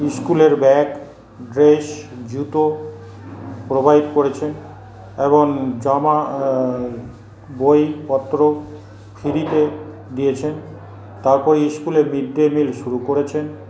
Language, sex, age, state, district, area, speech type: Bengali, male, 45-60, West Bengal, Paschim Bardhaman, urban, spontaneous